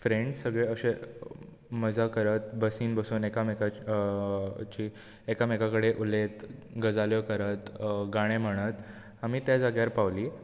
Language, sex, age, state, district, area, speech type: Goan Konkani, male, 18-30, Goa, Bardez, urban, spontaneous